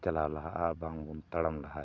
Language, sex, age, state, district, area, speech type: Santali, male, 45-60, West Bengal, Dakshin Dinajpur, rural, spontaneous